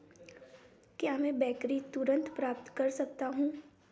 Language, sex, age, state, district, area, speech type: Hindi, female, 18-30, Madhya Pradesh, Ujjain, urban, read